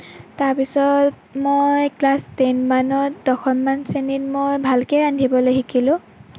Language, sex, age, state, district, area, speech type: Assamese, female, 18-30, Assam, Lakhimpur, rural, spontaneous